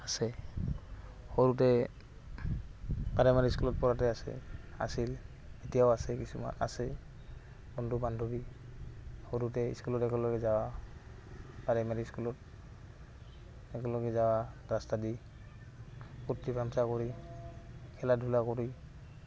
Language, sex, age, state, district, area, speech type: Assamese, male, 18-30, Assam, Goalpara, rural, spontaneous